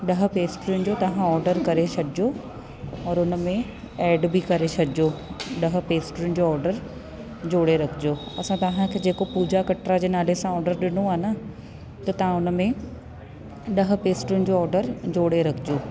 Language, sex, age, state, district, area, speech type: Sindhi, female, 30-45, Delhi, South Delhi, urban, spontaneous